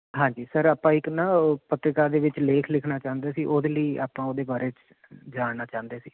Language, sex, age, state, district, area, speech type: Punjabi, male, 45-60, Punjab, Jalandhar, urban, conversation